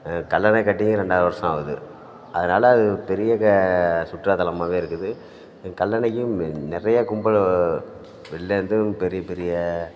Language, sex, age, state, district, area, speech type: Tamil, male, 30-45, Tamil Nadu, Thanjavur, rural, spontaneous